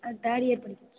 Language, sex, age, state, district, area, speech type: Tamil, female, 18-30, Tamil Nadu, Karur, rural, conversation